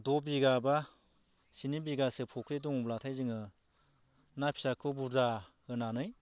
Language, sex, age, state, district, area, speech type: Bodo, male, 45-60, Assam, Baksa, rural, spontaneous